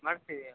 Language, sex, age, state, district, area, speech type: Kannada, male, 30-45, Karnataka, Bangalore Rural, urban, conversation